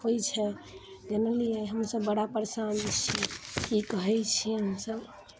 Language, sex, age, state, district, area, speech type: Maithili, female, 30-45, Bihar, Muzaffarpur, urban, spontaneous